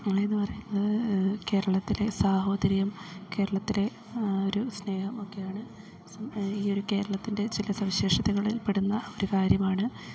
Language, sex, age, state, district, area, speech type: Malayalam, female, 30-45, Kerala, Idukki, rural, spontaneous